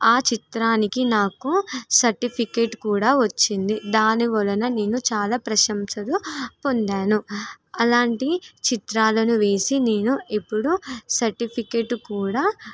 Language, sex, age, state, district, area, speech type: Telugu, female, 18-30, Telangana, Nirmal, rural, spontaneous